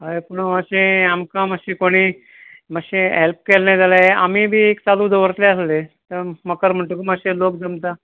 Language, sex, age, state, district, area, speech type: Goan Konkani, male, 45-60, Goa, Ponda, rural, conversation